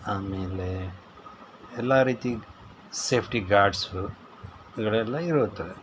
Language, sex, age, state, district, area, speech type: Kannada, male, 45-60, Karnataka, Shimoga, rural, spontaneous